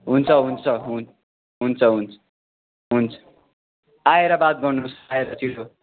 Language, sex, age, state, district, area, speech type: Nepali, male, 18-30, West Bengal, Darjeeling, rural, conversation